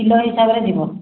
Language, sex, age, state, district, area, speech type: Odia, female, 45-60, Odisha, Khordha, rural, conversation